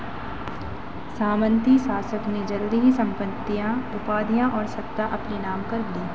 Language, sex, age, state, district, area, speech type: Hindi, female, 18-30, Madhya Pradesh, Narsinghpur, rural, read